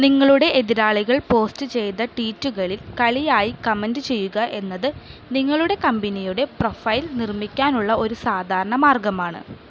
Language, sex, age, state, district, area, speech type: Malayalam, female, 18-30, Kerala, Ernakulam, rural, read